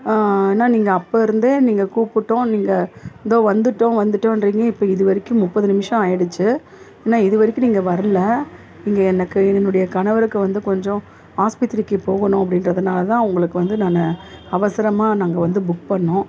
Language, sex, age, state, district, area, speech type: Tamil, female, 45-60, Tamil Nadu, Salem, rural, spontaneous